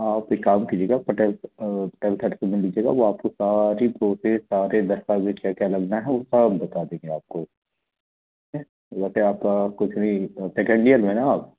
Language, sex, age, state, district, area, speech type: Hindi, male, 30-45, Madhya Pradesh, Katni, urban, conversation